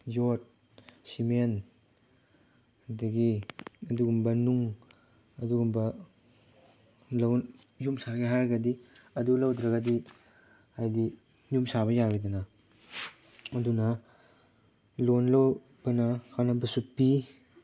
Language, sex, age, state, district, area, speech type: Manipuri, male, 18-30, Manipur, Chandel, rural, spontaneous